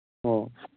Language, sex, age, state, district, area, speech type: Manipuri, male, 18-30, Manipur, Kangpokpi, urban, conversation